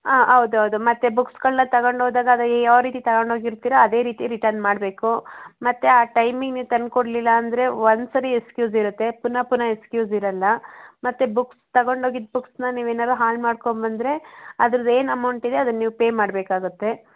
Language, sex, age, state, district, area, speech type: Kannada, female, 45-60, Karnataka, Hassan, urban, conversation